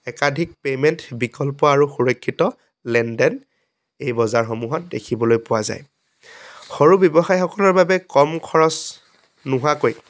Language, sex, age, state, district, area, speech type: Assamese, male, 18-30, Assam, Dhemaji, rural, spontaneous